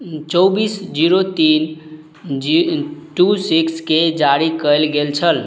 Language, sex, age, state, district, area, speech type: Maithili, male, 18-30, Bihar, Madhubani, rural, read